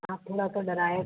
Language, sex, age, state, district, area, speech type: Hindi, female, 18-30, Madhya Pradesh, Harda, rural, conversation